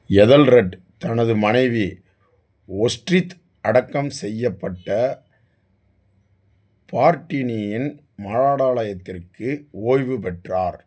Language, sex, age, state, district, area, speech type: Tamil, male, 45-60, Tamil Nadu, Theni, rural, read